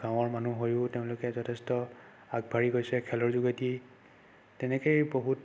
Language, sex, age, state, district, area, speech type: Assamese, male, 30-45, Assam, Sonitpur, rural, spontaneous